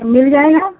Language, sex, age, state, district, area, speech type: Hindi, female, 45-60, Uttar Pradesh, Lucknow, rural, conversation